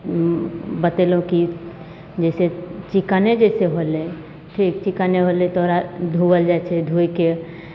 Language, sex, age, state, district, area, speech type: Maithili, female, 18-30, Bihar, Begusarai, rural, spontaneous